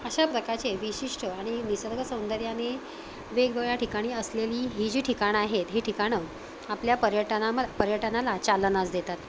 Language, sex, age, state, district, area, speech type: Marathi, female, 45-60, Maharashtra, Palghar, urban, spontaneous